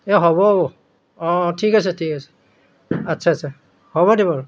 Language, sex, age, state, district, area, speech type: Assamese, male, 60+, Assam, Golaghat, urban, spontaneous